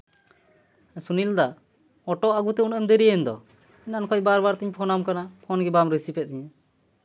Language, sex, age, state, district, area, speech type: Santali, male, 30-45, West Bengal, Purba Bardhaman, rural, spontaneous